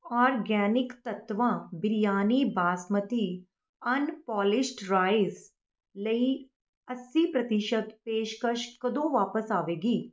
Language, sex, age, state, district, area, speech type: Punjabi, female, 30-45, Punjab, Rupnagar, urban, read